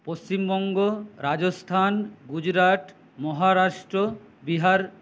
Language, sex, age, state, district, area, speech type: Bengali, male, 60+, West Bengal, Jhargram, rural, spontaneous